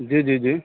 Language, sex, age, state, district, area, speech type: Urdu, male, 18-30, Uttar Pradesh, Saharanpur, urban, conversation